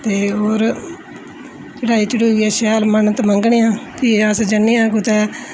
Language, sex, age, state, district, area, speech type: Dogri, female, 30-45, Jammu and Kashmir, Udhampur, urban, spontaneous